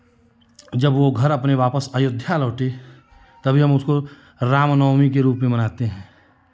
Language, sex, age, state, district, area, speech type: Hindi, male, 30-45, Uttar Pradesh, Chandauli, urban, spontaneous